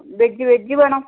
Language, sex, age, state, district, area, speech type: Malayalam, female, 60+, Kerala, Wayanad, rural, conversation